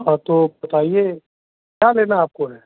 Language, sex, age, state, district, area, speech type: Hindi, male, 60+, Uttar Pradesh, Azamgarh, rural, conversation